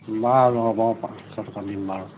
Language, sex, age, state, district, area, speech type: Assamese, male, 45-60, Assam, Golaghat, rural, conversation